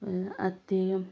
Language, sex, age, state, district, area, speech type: Goan Konkani, female, 30-45, Goa, Sanguem, rural, spontaneous